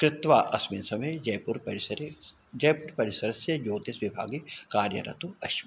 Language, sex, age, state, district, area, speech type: Sanskrit, male, 60+, Uttar Pradesh, Ayodhya, urban, spontaneous